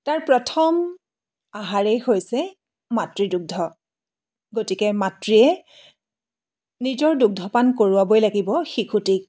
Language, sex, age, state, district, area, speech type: Assamese, female, 45-60, Assam, Dibrugarh, rural, spontaneous